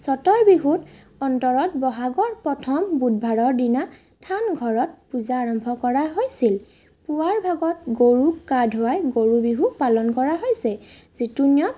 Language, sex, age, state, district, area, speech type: Assamese, female, 30-45, Assam, Morigaon, rural, spontaneous